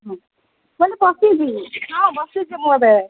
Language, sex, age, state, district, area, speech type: Odia, female, 45-60, Odisha, Angul, rural, conversation